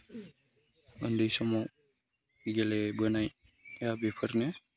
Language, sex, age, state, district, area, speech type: Bodo, male, 18-30, Assam, Udalguri, urban, spontaneous